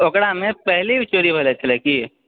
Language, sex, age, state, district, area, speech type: Maithili, male, 18-30, Bihar, Purnia, urban, conversation